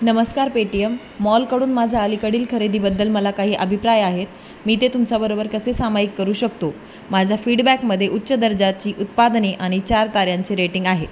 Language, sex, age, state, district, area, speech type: Marathi, female, 18-30, Maharashtra, Jalna, urban, read